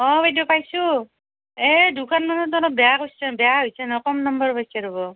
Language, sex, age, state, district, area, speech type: Assamese, female, 45-60, Assam, Nalbari, rural, conversation